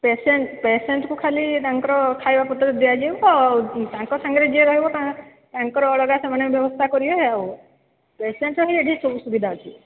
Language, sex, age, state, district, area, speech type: Odia, female, 30-45, Odisha, Sambalpur, rural, conversation